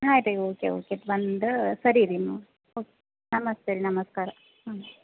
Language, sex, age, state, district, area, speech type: Kannada, female, 30-45, Karnataka, Gadag, rural, conversation